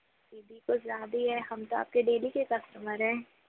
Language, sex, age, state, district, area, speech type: Hindi, female, 18-30, Madhya Pradesh, Jabalpur, urban, conversation